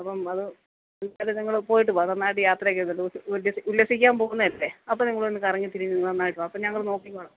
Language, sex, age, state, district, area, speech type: Malayalam, female, 45-60, Kerala, Kottayam, urban, conversation